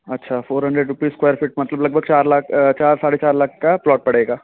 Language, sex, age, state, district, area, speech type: Hindi, male, 30-45, Uttar Pradesh, Bhadohi, urban, conversation